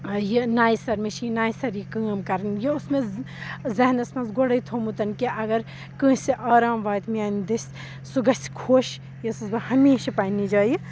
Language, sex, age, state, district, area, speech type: Kashmiri, female, 18-30, Jammu and Kashmir, Srinagar, rural, spontaneous